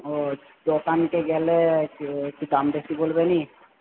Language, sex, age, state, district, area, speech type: Bengali, male, 18-30, West Bengal, Paschim Medinipur, rural, conversation